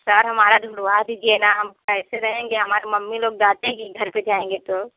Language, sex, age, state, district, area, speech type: Hindi, female, 18-30, Uttar Pradesh, Prayagraj, rural, conversation